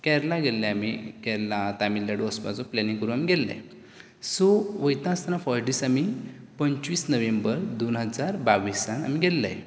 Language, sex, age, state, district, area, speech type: Goan Konkani, male, 18-30, Goa, Canacona, rural, spontaneous